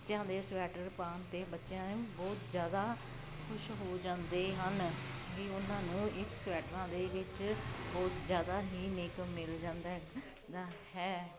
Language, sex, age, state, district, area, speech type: Punjabi, female, 30-45, Punjab, Jalandhar, urban, spontaneous